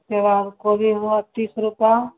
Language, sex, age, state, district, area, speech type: Hindi, female, 45-60, Bihar, Begusarai, rural, conversation